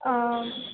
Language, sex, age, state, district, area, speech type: Assamese, female, 18-30, Assam, Sivasagar, rural, conversation